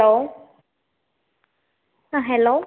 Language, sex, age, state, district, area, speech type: Malayalam, female, 18-30, Kerala, Thiruvananthapuram, rural, conversation